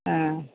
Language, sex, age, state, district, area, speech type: Malayalam, female, 60+, Kerala, Kottayam, urban, conversation